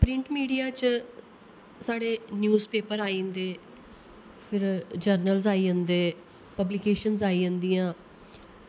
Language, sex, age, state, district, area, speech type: Dogri, female, 30-45, Jammu and Kashmir, Kathua, rural, spontaneous